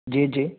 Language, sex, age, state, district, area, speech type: Punjabi, male, 45-60, Punjab, Tarn Taran, rural, conversation